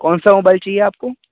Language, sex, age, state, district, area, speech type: Urdu, male, 18-30, Uttar Pradesh, Muzaffarnagar, urban, conversation